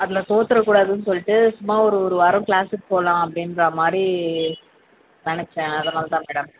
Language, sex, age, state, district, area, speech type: Tamil, female, 30-45, Tamil Nadu, Tiruvallur, urban, conversation